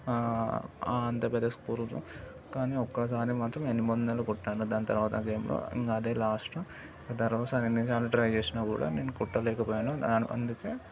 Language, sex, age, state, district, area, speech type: Telugu, male, 30-45, Telangana, Vikarabad, urban, spontaneous